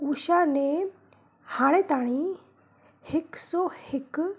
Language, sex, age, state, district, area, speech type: Sindhi, female, 30-45, Madhya Pradesh, Katni, urban, spontaneous